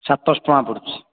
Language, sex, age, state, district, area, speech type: Odia, male, 45-60, Odisha, Nayagarh, rural, conversation